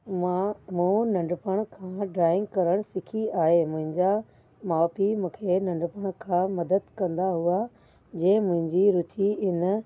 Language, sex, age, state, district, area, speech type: Sindhi, female, 30-45, Uttar Pradesh, Lucknow, urban, spontaneous